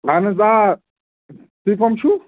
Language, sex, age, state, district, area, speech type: Kashmiri, male, 18-30, Jammu and Kashmir, Ganderbal, rural, conversation